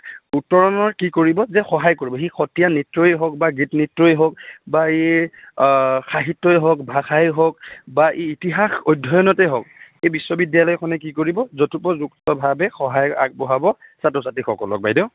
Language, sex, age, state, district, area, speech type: Assamese, male, 30-45, Assam, Majuli, urban, conversation